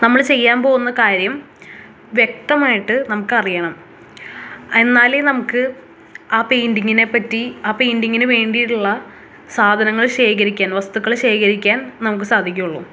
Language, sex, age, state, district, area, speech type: Malayalam, female, 18-30, Kerala, Thrissur, urban, spontaneous